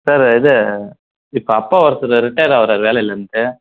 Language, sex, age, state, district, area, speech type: Tamil, male, 18-30, Tamil Nadu, Kallakurichi, rural, conversation